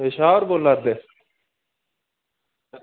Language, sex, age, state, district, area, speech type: Dogri, male, 30-45, Jammu and Kashmir, Udhampur, rural, conversation